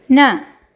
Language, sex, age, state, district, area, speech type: Sindhi, female, 45-60, Gujarat, Surat, urban, read